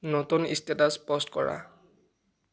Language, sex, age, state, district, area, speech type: Assamese, male, 18-30, Assam, Biswanath, rural, read